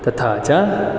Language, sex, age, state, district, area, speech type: Sanskrit, male, 18-30, Karnataka, Dakshina Kannada, rural, spontaneous